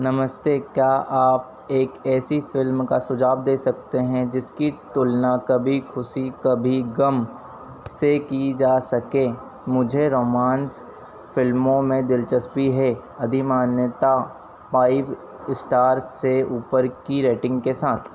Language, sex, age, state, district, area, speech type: Hindi, male, 30-45, Madhya Pradesh, Harda, urban, read